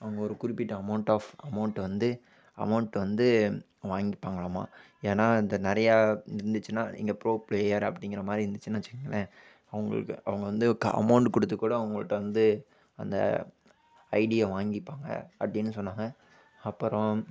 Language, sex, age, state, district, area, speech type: Tamil, male, 18-30, Tamil Nadu, Karur, rural, spontaneous